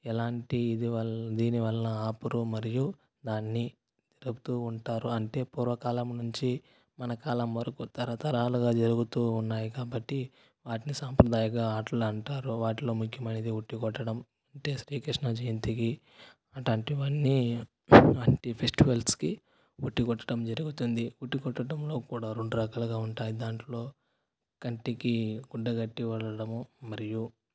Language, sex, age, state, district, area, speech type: Telugu, male, 18-30, Andhra Pradesh, Sri Balaji, rural, spontaneous